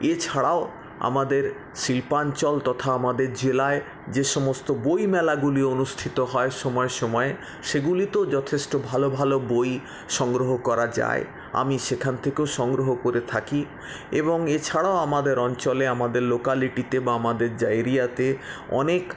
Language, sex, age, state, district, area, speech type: Bengali, male, 45-60, West Bengal, Paschim Bardhaman, urban, spontaneous